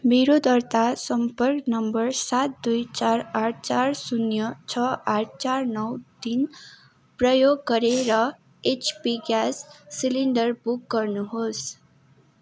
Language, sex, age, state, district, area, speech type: Nepali, female, 18-30, West Bengal, Darjeeling, rural, read